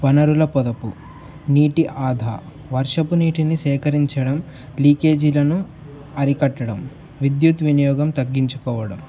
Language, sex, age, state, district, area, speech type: Telugu, male, 18-30, Telangana, Mulugu, urban, spontaneous